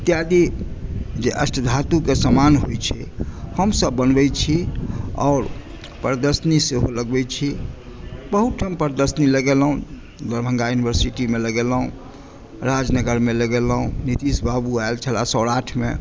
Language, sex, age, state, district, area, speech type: Maithili, male, 45-60, Bihar, Madhubani, rural, spontaneous